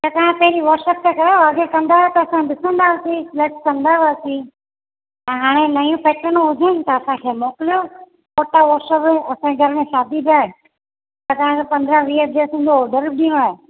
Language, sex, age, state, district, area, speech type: Sindhi, female, 45-60, Gujarat, Junagadh, urban, conversation